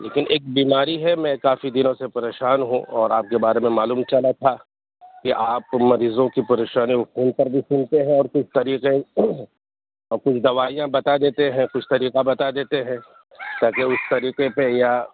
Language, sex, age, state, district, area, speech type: Urdu, male, 18-30, Bihar, Purnia, rural, conversation